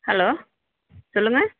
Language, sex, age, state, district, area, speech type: Tamil, female, 60+, Tamil Nadu, Perambalur, rural, conversation